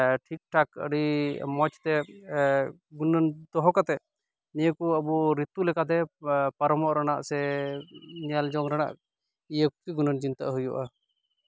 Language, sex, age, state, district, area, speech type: Santali, male, 30-45, West Bengal, Malda, rural, spontaneous